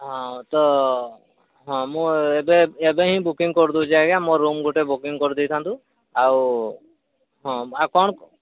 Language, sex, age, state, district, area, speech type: Odia, male, 45-60, Odisha, Sambalpur, rural, conversation